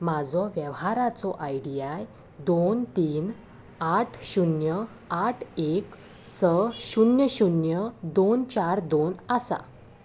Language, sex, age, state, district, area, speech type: Goan Konkani, female, 18-30, Goa, Salcete, urban, read